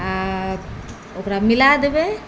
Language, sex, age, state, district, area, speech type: Maithili, female, 45-60, Bihar, Purnia, urban, spontaneous